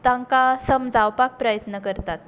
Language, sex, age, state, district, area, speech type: Goan Konkani, female, 18-30, Goa, Tiswadi, rural, spontaneous